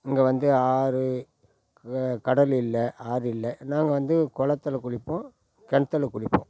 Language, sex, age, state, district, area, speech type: Tamil, male, 60+, Tamil Nadu, Tiruvannamalai, rural, spontaneous